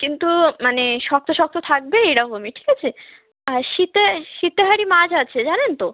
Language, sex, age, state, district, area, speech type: Bengali, female, 18-30, West Bengal, South 24 Parganas, rural, conversation